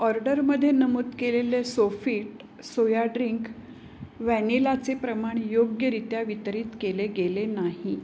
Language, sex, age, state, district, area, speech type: Marathi, female, 60+, Maharashtra, Pune, urban, read